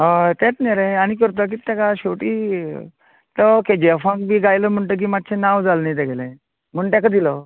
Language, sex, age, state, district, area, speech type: Goan Konkani, male, 45-60, Goa, Canacona, rural, conversation